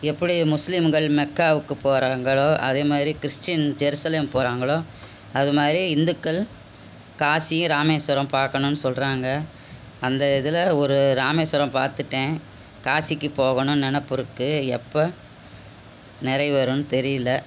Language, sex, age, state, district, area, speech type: Tamil, female, 60+, Tamil Nadu, Cuddalore, urban, spontaneous